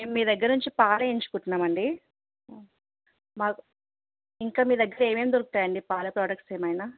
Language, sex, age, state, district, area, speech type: Telugu, female, 18-30, Andhra Pradesh, Krishna, urban, conversation